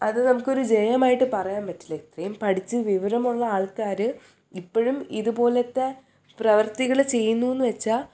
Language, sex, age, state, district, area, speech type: Malayalam, female, 18-30, Kerala, Thiruvananthapuram, urban, spontaneous